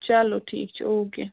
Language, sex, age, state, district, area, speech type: Kashmiri, other, 18-30, Jammu and Kashmir, Bandipora, rural, conversation